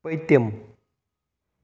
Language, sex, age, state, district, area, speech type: Kashmiri, male, 18-30, Jammu and Kashmir, Pulwama, urban, read